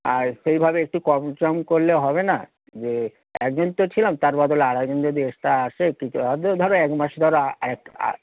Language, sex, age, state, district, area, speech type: Bengali, male, 45-60, West Bengal, Hooghly, rural, conversation